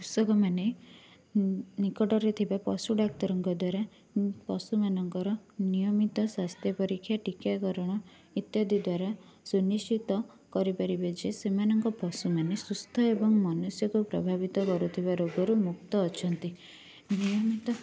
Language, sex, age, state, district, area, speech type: Odia, female, 18-30, Odisha, Kendujhar, urban, spontaneous